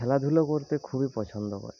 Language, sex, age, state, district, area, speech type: Bengali, male, 18-30, West Bengal, Paschim Medinipur, rural, spontaneous